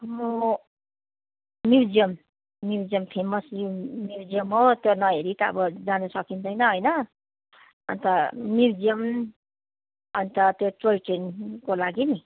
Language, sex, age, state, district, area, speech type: Nepali, female, 45-60, West Bengal, Darjeeling, rural, conversation